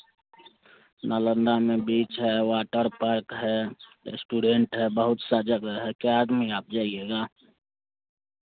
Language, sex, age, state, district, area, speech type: Hindi, male, 30-45, Bihar, Madhepura, rural, conversation